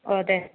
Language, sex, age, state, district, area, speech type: Bodo, female, 30-45, Assam, Kokrajhar, rural, conversation